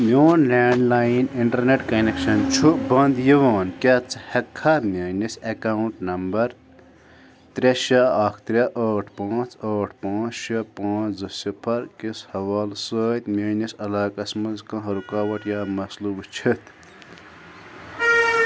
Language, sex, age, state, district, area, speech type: Kashmiri, male, 18-30, Jammu and Kashmir, Bandipora, rural, read